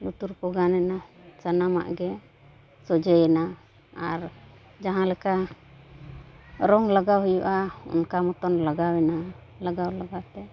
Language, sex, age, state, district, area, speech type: Santali, female, 45-60, Jharkhand, East Singhbhum, rural, spontaneous